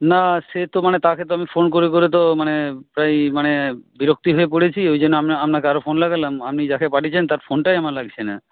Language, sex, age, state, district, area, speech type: Bengali, male, 30-45, West Bengal, Jhargram, rural, conversation